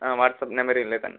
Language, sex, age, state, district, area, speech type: Malayalam, male, 18-30, Kerala, Kollam, rural, conversation